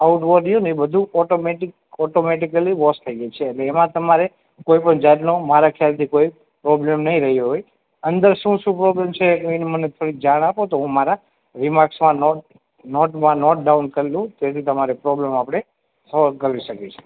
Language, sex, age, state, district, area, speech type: Gujarati, male, 30-45, Gujarat, Morbi, urban, conversation